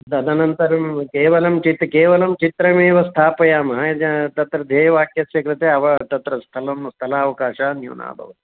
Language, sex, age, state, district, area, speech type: Sanskrit, male, 60+, Karnataka, Bangalore Urban, urban, conversation